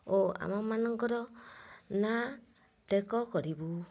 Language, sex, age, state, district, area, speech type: Odia, female, 30-45, Odisha, Mayurbhanj, rural, spontaneous